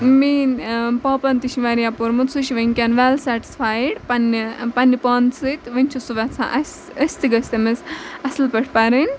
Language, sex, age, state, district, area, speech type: Kashmiri, female, 18-30, Jammu and Kashmir, Ganderbal, rural, spontaneous